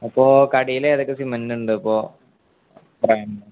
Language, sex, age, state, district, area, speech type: Malayalam, male, 18-30, Kerala, Malappuram, rural, conversation